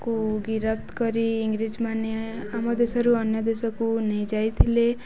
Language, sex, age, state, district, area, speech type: Odia, female, 18-30, Odisha, Nuapada, urban, spontaneous